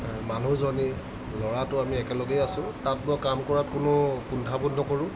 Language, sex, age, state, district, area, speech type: Assamese, male, 30-45, Assam, Lakhimpur, rural, spontaneous